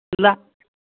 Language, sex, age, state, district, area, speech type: Kashmiri, female, 60+, Jammu and Kashmir, Anantnag, rural, conversation